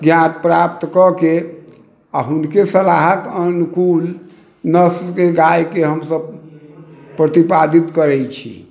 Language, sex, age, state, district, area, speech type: Maithili, male, 60+, Bihar, Sitamarhi, rural, spontaneous